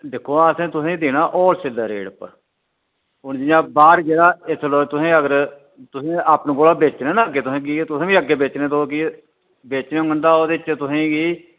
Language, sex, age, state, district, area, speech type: Dogri, male, 45-60, Jammu and Kashmir, Reasi, rural, conversation